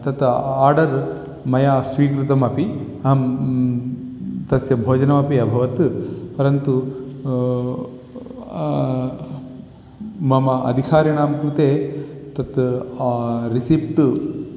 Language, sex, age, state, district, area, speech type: Sanskrit, male, 18-30, Telangana, Vikarabad, urban, spontaneous